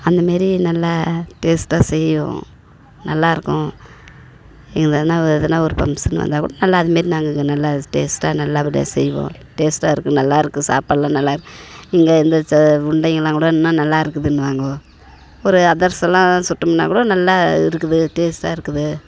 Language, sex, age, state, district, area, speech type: Tamil, female, 45-60, Tamil Nadu, Tiruvannamalai, urban, spontaneous